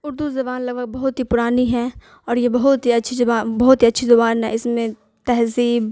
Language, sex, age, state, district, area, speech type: Urdu, female, 18-30, Bihar, Khagaria, rural, spontaneous